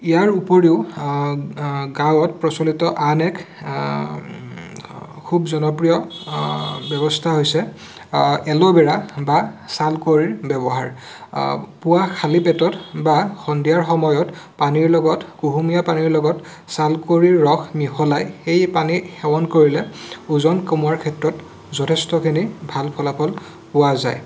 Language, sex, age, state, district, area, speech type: Assamese, male, 18-30, Assam, Sonitpur, rural, spontaneous